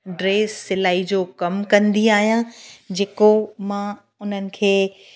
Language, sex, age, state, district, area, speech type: Sindhi, female, 45-60, Gujarat, Kutch, rural, spontaneous